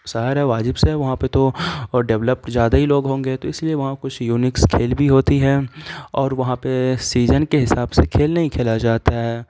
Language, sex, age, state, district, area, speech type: Urdu, male, 18-30, Bihar, Saharsa, rural, spontaneous